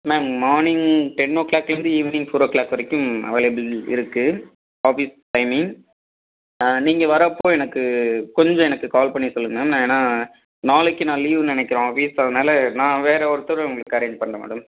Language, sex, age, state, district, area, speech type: Tamil, male, 30-45, Tamil Nadu, Viluppuram, rural, conversation